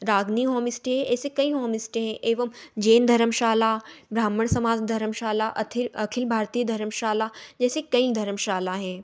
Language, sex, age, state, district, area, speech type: Hindi, female, 18-30, Madhya Pradesh, Ujjain, urban, spontaneous